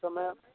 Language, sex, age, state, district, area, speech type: Hindi, male, 30-45, Bihar, Samastipur, rural, conversation